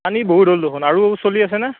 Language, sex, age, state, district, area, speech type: Assamese, male, 18-30, Assam, Darrang, rural, conversation